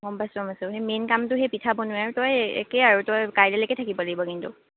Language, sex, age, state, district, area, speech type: Assamese, female, 45-60, Assam, Nagaon, rural, conversation